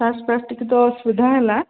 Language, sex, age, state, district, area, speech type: Odia, female, 30-45, Odisha, Sambalpur, rural, conversation